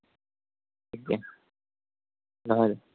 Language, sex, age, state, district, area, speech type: Santali, male, 18-30, West Bengal, Birbhum, rural, conversation